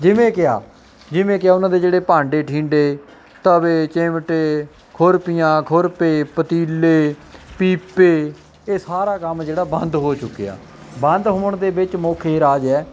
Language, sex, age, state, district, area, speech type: Punjabi, male, 18-30, Punjab, Kapurthala, rural, spontaneous